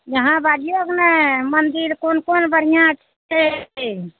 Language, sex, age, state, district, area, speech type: Maithili, female, 60+, Bihar, Araria, rural, conversation